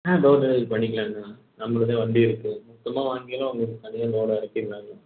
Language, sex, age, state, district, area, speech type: Tamil, male, 18-30, Tamil Nadu, Erode, rural, conversation